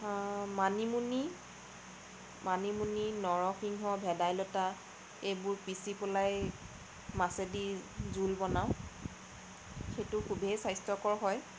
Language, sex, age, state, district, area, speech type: Assamese, female, 30-45, Assam, Sonitpur, rural, spontaneous